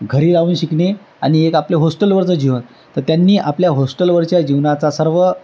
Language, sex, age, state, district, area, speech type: Marathi, male, 30-45, Maharashtra, Amravati, rural, spontaneous